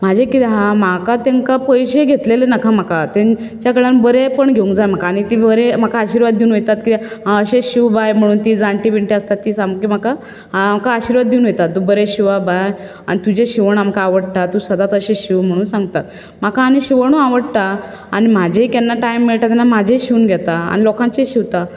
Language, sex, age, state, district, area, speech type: Goan Konkani, female, 30-45, Goa, Bardez, urban, spontaneous